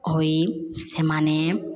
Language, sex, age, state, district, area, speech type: Odia, female, 18-30, Odisha, Balangir, urban, spontaneous